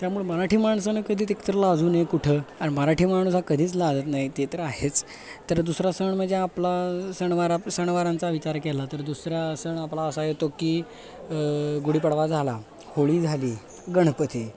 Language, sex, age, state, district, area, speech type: Marathi, male, 18-30, Maharashtra, Sangli, urban, spontaneous